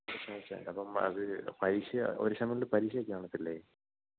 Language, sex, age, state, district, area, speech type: Malayalam, male, 18-30, Kerala, Idukki, rural, conversation